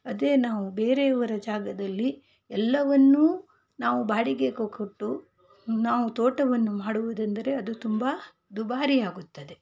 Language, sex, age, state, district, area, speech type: Kannada, female, 45-60, Karnataka, Shimoga, rural, spontaneous